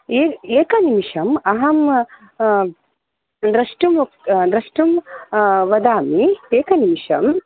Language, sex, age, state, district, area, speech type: Sanskrit, female, 30-45, Karnataka, Dakshina Kannada, rural, conversation